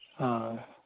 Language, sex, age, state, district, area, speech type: Santali, male, 30-45, West Bengal, Birbhum, rural, conversation